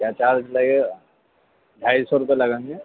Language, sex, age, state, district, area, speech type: Urdu, male, 18-30, Delhi, East Delhi, urban, conversation